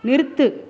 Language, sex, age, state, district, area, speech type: Tamil, female, 45-60, Tamil Nadu, Pudukkottai, rural, read